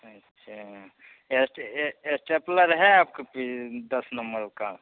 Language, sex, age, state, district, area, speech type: Hindi, male, 30-45, Bihar, Begusarai, rural, conversation